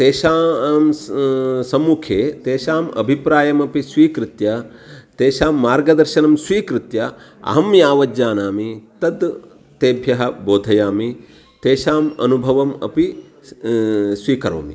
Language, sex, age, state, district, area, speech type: Sanskrit, male, 45-60, Karnataka, Uttara Kannada, urban, spontaneous